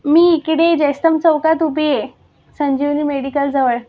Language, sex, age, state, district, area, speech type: Marathi, female, 18-30, Maharashtra, Buldhana, rural, spontaneous